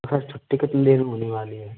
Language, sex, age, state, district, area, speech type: Hindi, male, 18-30, Rajasthan, Karauli, rural, conversation